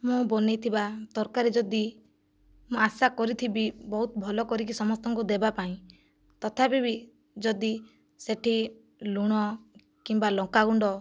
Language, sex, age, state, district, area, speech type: Odia, female, 45-60, Odisha, Kandhamal, rural, spontaneous